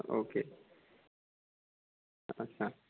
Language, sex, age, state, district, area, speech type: Marathi, male, 18-30, Maharashtra, Ratnagiri, rural, conversation